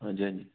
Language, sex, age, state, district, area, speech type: Punjabi, male, 30-45, Punjab, Hoshiarpur, rural, conversation